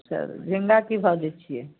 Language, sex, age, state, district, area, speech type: Maithili, female, 45-60, Bihar, Madhepura, rural, conversation